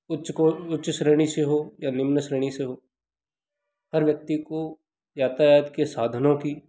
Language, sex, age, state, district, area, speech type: Hindi, male, 30-45, Madhya Pradesh, Ujjain, rural, spontaneous